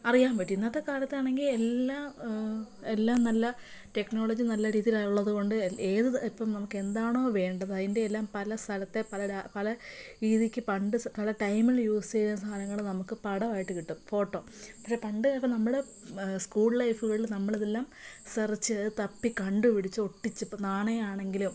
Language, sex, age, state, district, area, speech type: Malayalam, female, 18-30, Kerala, Kottayam, rural, spontaneous